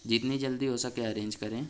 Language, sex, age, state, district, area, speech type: Urdu, male, 60+, Maharashtra, Nashik, urban, spontaneous